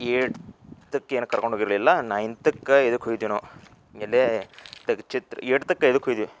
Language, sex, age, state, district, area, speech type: Kannada, male, 18-30, Karnataka, Dharwad, urban, spontaneous